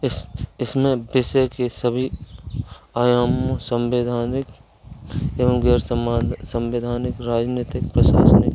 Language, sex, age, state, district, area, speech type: Hindi, male, 30-45, Madhya Pradesh, Hoshangabad, rural, spontaneous